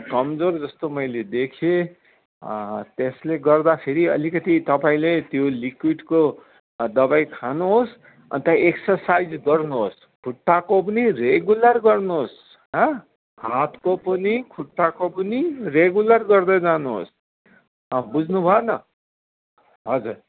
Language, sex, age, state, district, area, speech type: Nepali, male, 60+, West Bengal, Kalimpong, rural, conversation